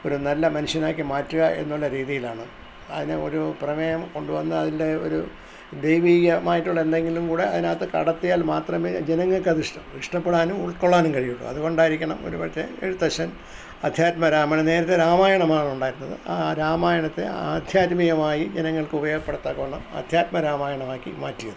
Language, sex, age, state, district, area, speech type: Malayalam, male, 60+, Kerala, Thiruvananthapuram, urban, spontaneous